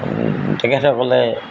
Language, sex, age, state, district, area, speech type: Assamese, male, 60+, Assam, Golaghat, rural, spontaneous